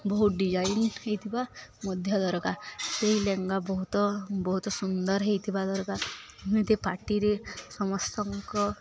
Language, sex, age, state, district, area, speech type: Odia, female, 18-30, Odisha, Balangir, urban, spontaneous